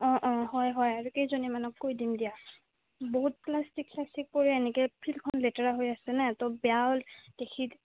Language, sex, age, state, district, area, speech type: Assamese, female, 18-30, Assam, Goalpara, urban, conversation